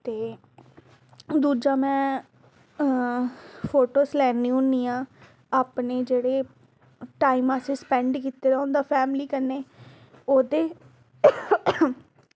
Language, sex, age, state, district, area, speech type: Dogri, female, 18-30, Jammu and Kashmir, Samba, urban, spontaneous